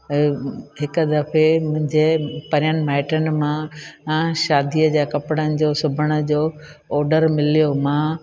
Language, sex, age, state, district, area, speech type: Sindhi, female, 60+, Gujarat, Junagadh, rural, spontaneous